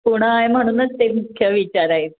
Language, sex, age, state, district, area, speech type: Marathi, female, 60+, Maharashtra, Pune, urban, conversation